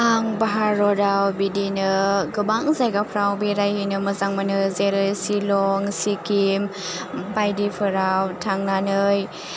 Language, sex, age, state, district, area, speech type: Bodo, female, 18-30, Assam, Chirang, rural, spontaneous